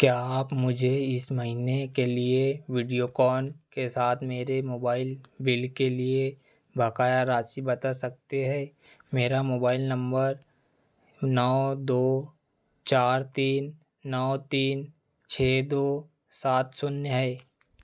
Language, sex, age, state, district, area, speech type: Hindi, male, 30-45, Madhya Pradesh, Seoni, rural, read